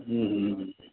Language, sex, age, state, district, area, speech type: Gujarati, male, 60+, Gujarat, Morbi, rural, conversation